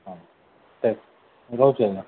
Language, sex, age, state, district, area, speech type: Odia, male, 45-60, Odisha, Koraput, urban, conversation